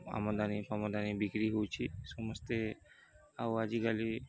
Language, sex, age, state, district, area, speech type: Odia, male, 30-45, Odisha, Nuapada, urban, spontaneous